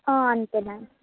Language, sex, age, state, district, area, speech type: Telugu, female, 45-60, Andhra Pradesh, Eluru, rural, conversation